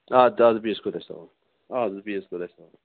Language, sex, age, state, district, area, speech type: Kashmiri, male, 30-45, Jammu and Kashmir, Kupwara, rural, conversation